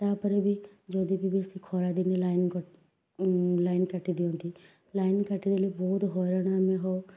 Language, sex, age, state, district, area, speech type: Odia, female, 30-45, Odisha, Puri, urban, spontaneous